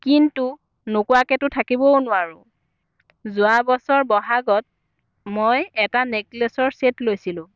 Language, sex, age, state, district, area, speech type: Assamese, female, 30-45, Assam, Biswanath, rural, spontaneous